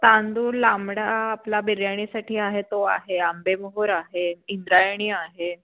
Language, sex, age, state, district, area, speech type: Marathi, female, 18-30, Maharashtra, Pune, urban, conversation